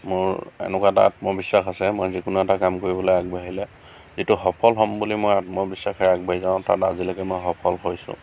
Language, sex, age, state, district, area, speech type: Assamese, male, 45-60, Assam, Lakhimpur, rural, spontaneous